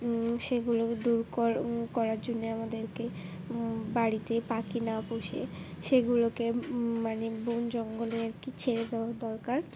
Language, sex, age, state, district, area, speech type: Bengali, female, 18-30, West Bengal, Uttar Dinajpur, urban, spontaneous